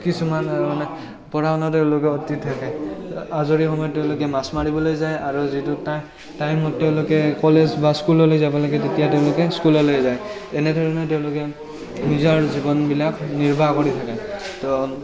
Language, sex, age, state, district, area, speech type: Assamese, male, 18-30, Assam, Barpeta, rural, spontaneous